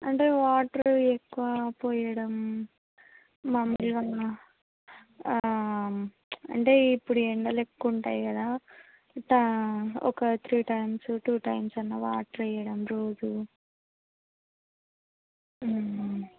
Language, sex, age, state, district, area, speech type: Telugu, female, 30-45, Andhra Pradesh, Kurnool, rural, conversation